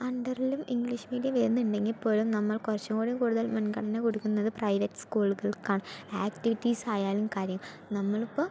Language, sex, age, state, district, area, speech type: Malayalam, female, 18-30, Kerala, Palakkad, rural, spontaneous